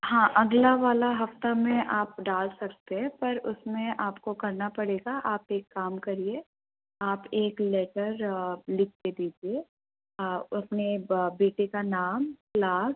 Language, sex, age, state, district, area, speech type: Hindi, female, 18-30, Uttar Pradesh, Bhadohi, urban, conversation